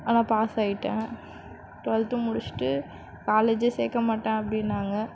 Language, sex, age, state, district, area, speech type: Tamil, female, 45-60, Tamil Nadu, Mayiladuthurai, urban, spontaneous